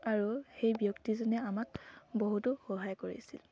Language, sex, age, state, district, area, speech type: Assamese, female, 18-30, Assam, Dibrugarh, rural, spontaneous